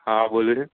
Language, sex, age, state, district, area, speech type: Gujarati, male, 18-30, Gujarat, Kheda, rural, conversation